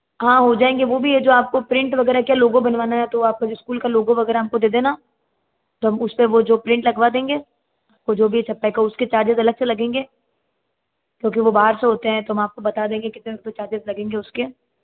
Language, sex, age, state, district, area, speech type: Hindi, female, 30-45, Rajasthan, Jodhpur, urban, conversation